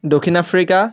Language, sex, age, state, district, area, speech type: Assamese, male, 30-45, Assam, Biswanath, rural, spontaneous